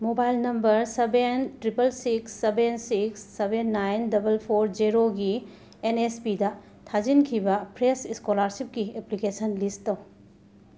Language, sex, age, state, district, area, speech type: Manipuri, female, 45-60, Manipur, Imphal West, urban, read